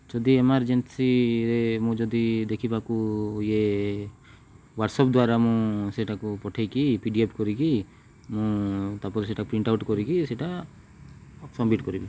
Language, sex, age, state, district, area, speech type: Odia, male, 18-30, Odisha, Nuapada, urban, spontaneous